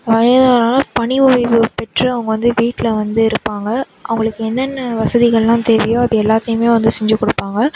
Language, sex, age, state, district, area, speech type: Tamil, female, 18-30, Tamil Nadu, Sivaganga, rural, spontaneous